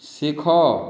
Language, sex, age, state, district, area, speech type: Odia, male, 60+, Odisha, Boudh, rural, read